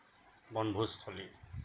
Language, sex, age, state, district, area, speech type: Assamese, male, 60+, Assam, Nagaon, rural, spontaneous